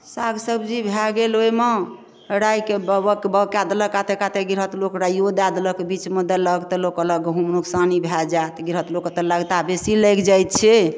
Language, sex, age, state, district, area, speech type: Maithili, female, 45-60, Bihar, Darbhanga, rural, spontaneous